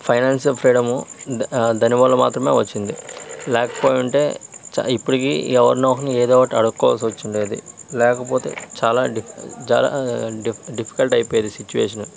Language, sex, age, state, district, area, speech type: Telugu, male, 45-60, Andhra Pradesh, Vizianagaram, rural, spontaneous